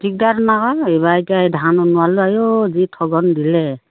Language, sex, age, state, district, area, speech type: Assamese, female, 45-60, Assam, Sivasagar, rural, conversation